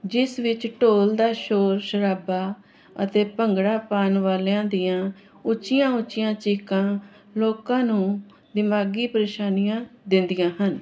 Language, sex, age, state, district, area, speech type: Punjabi, female, 45-60, Punjab, Jalandhar, urban, spontaneous